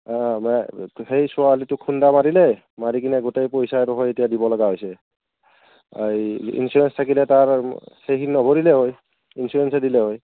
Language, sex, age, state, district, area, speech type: Assamese, male, 30-45, Assam, Kamrup Metropolitan, urban, conversation